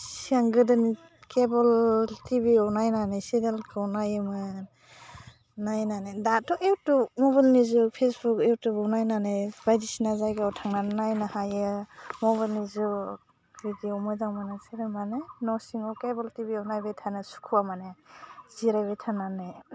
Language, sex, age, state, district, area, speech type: Bodo, female, 30-45, Assam, Udalguri, urban, spontaneous